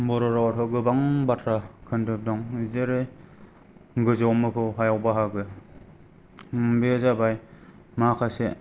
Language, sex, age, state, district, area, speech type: Bodo, male, 30-45, Assam, Kokrajhar, rural, spontaneous